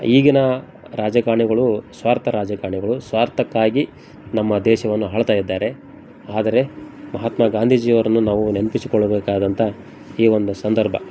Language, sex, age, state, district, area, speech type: Kannada, male, 45-60, Karnataka, Koppal, rural, spontaneous